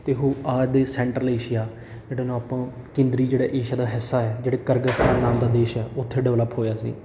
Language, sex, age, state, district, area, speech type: Punjabi, male, 18-30, Punjab, Bathinda, urban, spontaneous